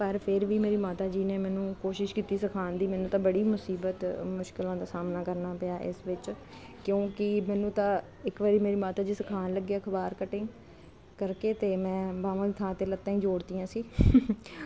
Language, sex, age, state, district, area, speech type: Punjabi, female, 30-45, Punjab, Kapurthala, urban, spontaneous